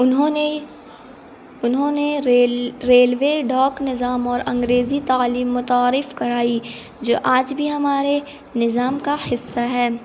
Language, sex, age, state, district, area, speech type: Urdu, female, 18-30, Bihar, Gaya, urban, spontaneous